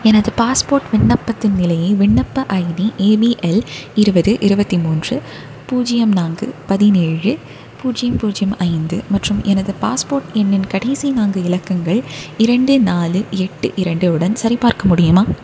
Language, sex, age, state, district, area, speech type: Tamil, female, 18-30, Tamil Nadu, Tenkasi, urban, read